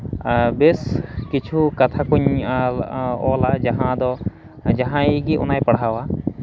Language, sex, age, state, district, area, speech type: Santali, male, 30-45, West Bengal, Malda, rural, spontaneous